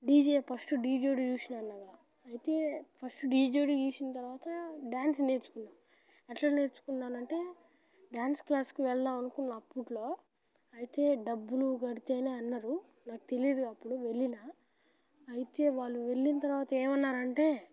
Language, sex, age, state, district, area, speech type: Telugu, male, 18-30, Telangana, Nalgonda, rural, spontaneous